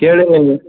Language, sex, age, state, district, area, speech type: Kannada, male, 30-45, Karnataka, Belgaum, rural, conversation